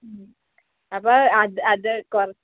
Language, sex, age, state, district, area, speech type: Malayalam, female, 18-30, Kerala, Palakkad, rural, conversation